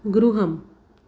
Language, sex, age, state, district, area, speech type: Sanskrit, female, 30-45, Maharashtra, Nagpur, urban, read